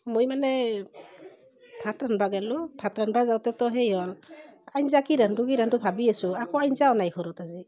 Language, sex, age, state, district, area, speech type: Assamese, female, 45-60, Assam, Barpeta, rural, spontaneous